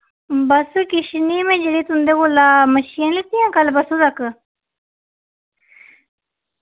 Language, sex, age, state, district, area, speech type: Dogri, female, 30-45, Jammu and Kashmir, Reasi, urban, conversation